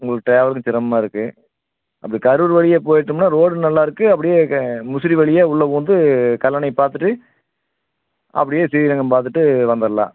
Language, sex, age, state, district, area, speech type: Tamil, male, 45-60, Tamil Nadu, Erode, urban, conversation